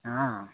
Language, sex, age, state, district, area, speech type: Hindi, male, 60+, Uttar Pradesh, Chandauli, rural, conversation